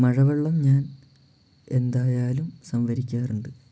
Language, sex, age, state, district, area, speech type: Malayalam, male, 18-30, Kerala, Wayanad, rural, spontaneous